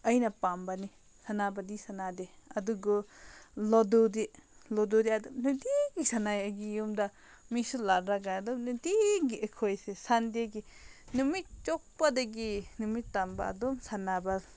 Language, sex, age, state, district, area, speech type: Manipuri, female, 30-45, Manipur, Senapati, rural, spontaneous